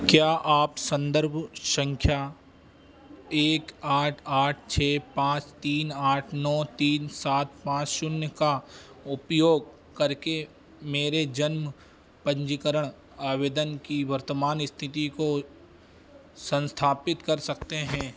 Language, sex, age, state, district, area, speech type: Hindi, male, 30-45, Madhya Pradesh, Harda, urban, read